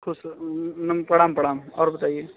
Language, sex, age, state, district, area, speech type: Hindi, male, 30-45, Uttar Pradesh, Bhadohi, urban, conversation